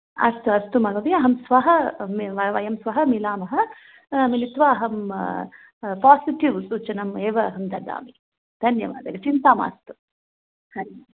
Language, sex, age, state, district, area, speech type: Sanskrit, female, 30-45, Tamil Nadu, Karur, rural, conversation